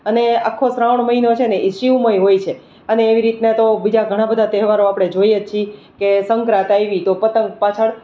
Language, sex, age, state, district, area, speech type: Gujarati, female, 30-45, Gujarat, Rajkot, urban, spontaneous